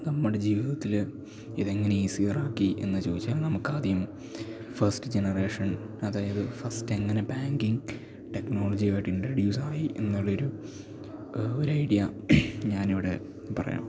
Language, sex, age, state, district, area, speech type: Malayalam, male, 18-30, Kerala, Idukki, rural, spontaneous